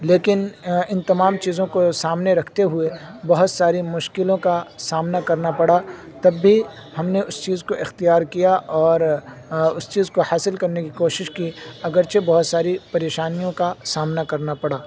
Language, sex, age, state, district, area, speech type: Urdu, male, 18-30, Uttar Pradesh, Saharanpur, urban, spontaneous